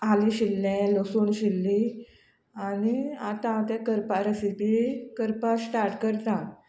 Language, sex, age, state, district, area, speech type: Goan Konkani, female, 45-60, Goa, Quepem, rural, spontaneous